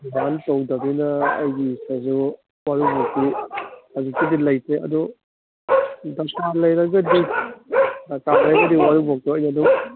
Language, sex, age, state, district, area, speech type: Manipuri, male, 45-60, Manipur, Kangpokpi, urban, conversation